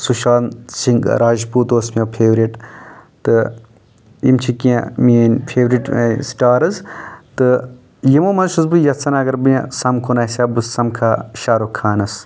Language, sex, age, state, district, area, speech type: Kashmiri, male, 18-30, Jammu and Kashmir, Anantnag, rural, spontaneous